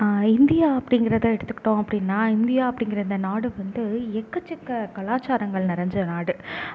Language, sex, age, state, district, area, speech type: Tamil, female, 18-30, Tamil Nadu, Nagapattinam, rural, spontaneous